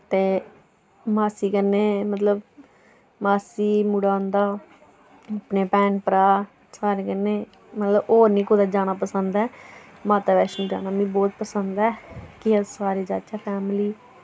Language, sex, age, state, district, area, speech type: Dogri, female, 18-30, Jammu and Kashmir, Reasi, rural, spontaneous